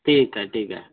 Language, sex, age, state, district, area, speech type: Marathi, male, 30-45, Maharashtra, Nagpur, rural, conversation